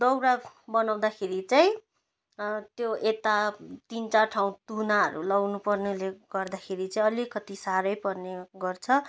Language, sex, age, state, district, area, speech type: Nepali, female, 30-45, West Bengal, Jalpaiguri, urban, spontaneous